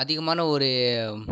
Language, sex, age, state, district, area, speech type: Tamil, male, 30-45, Tamil Nadu, Tiruvarur, urban, spontaneous